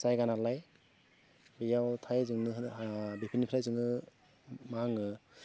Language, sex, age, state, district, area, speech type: Bodo, male, 30-45, Assam, Goalpara, rural, spontaneous